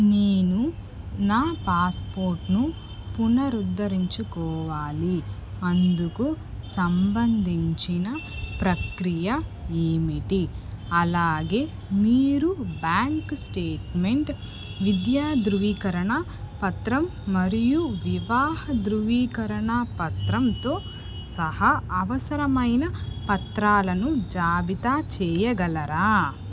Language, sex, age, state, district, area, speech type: Telugu, female, 18-30, Andhra Pradesh, Nellore, rural, read